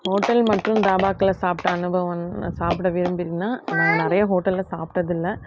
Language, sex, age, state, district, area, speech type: Tamil, female, 30-45, Tamil Nadu, Krishnagiri, rural, spontaneous